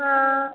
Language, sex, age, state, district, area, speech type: Tamil, female, 18-30, Tamil Nadu, Thoothukudi, urban, conversation